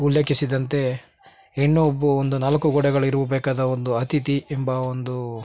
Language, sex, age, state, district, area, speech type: Kannada, male, 30-45, Karnataka, Kolar, rural, spontaneous